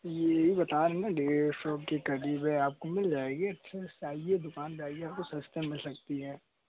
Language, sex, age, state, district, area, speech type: Hindi, male, 18-30, Uttar Pradesh, Prayagraj, urban, conversation